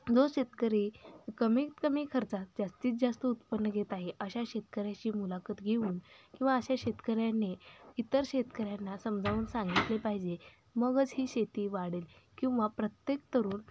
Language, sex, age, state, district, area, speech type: Marathi, female, 18-30, Maharashtra, Sangli, rural, spontaneous